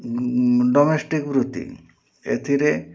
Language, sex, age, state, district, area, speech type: Odia, male, 60+, Odisha, Mayurbhanj, rural, spontaneous